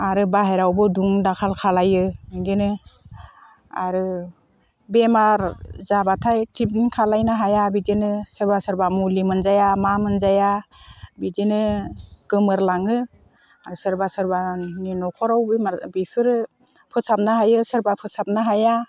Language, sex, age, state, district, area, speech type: Bodo, female, 45-60, Assam, Udalguri, rural, spontaneous